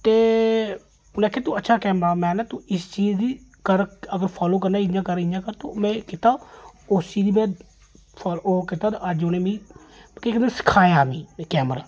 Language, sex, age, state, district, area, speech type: Dogri, male, 30-45, Jammu and Kashmir, Jammu, urban, spontaneous